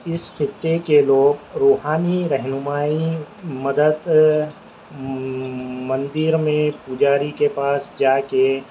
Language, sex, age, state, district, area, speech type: Urdu, male, 18-30, Telangana, Hyderabad, urban, spontaneous